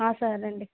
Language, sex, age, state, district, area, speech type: Telugu, female, 18-30, Andhra Pradesh, Visakhapatnam, rural, conversation